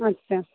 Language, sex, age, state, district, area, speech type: Bengali, female, 30-45, West Bengal, Hooghly, urban, conversation